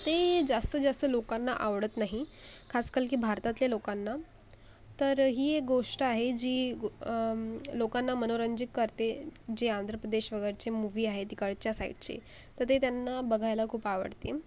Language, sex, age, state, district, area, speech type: Marathi, female, 18-30, Maharashtra, Akola, urban, spontaneous